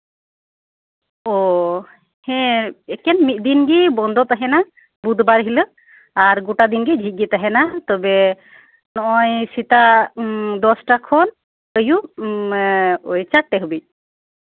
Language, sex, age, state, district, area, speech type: Santali, female, 30-45, West Bengal, Birbhum, rural, conversation